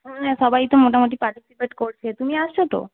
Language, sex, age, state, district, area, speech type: Bengali, female, 18-30, West Bengal, North 24 Parganas, urban, conversation